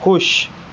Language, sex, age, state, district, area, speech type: Urdu, male, 18-30, Maharashtra, Nashik, urban, read